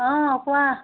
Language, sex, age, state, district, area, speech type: Assamese, female, 45-60, Assam, Golaghat, urban, conversation